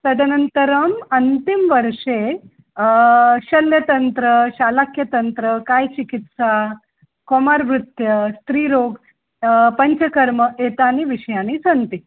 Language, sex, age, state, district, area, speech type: Sanskrit, female, 45-60, Maharashtra, Nagpur, urban, conversation